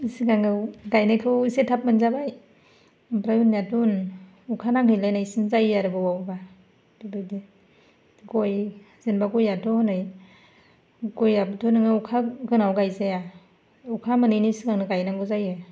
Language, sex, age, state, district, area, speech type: Bodo, female, 30-45, Assam, Kokrajhar, rural, spontaneous